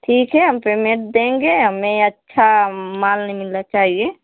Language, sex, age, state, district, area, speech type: Hindi, female, 60+, Uttar Pradesh, Azamgarh, urban, conversation